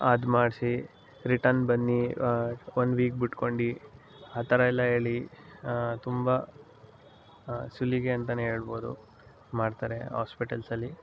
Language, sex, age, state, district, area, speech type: Kannada, male, 18-30, Karnataka, Mysore, urban, spontaneous